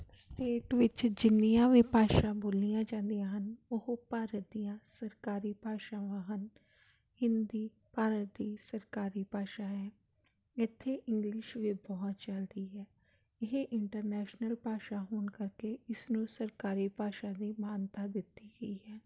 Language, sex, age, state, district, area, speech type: Punjabi, female, 30-45, Punjab, Tarn Taran, urban, spontaneous